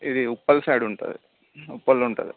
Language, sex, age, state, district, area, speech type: Telugu, male, 30-45, Telangana, Vikarabad, urban, conversation